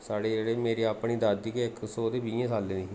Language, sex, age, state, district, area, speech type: Dogri, male, 30-45, Jammu and Kashmir, Jammu, rural, spontaneous